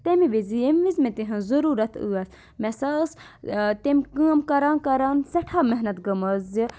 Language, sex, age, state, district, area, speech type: Kashmiri, male, 45-60, Jammu and Kashmir, Budgam, rural, spontaneous